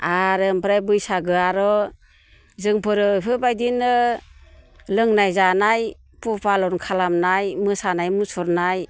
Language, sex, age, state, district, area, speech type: Bodo, female, 60+, Assam, Baksa, urban, spontaneous